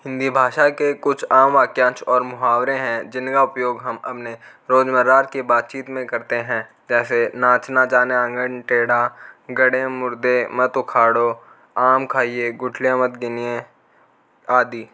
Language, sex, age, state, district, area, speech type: Hindi, male, 18-30, Rajasthan, Jaipur, urban, spontaneous